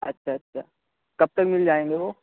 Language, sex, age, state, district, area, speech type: Urdu, male, 18-30, Uttar Pradesh, Shahjahanpur, urban, conversation